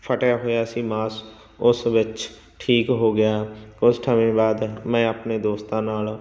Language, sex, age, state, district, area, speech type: Punjabi, male, 45-60, Punjab, Barnala, rural, spontaneous